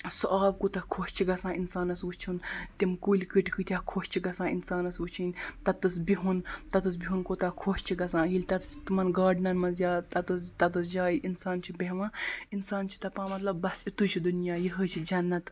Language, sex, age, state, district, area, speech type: Kashmiri, male, 45-60, Jammu and Kashmir, Baramulla, rural, spontaneous